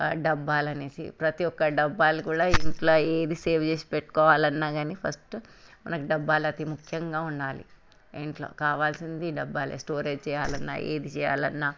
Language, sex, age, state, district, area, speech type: Telugu, female, 30-45, Telangana, Hyderabad, urban, spontaneous